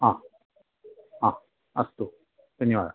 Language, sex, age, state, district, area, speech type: Sanskrit, male, 45-60, Kerala, Thrissur, urban, conversation